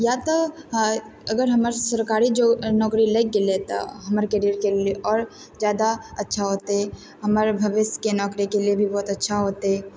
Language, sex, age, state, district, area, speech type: Maithili, female, 18-30, Bihar, Purnia, rural, spontaneous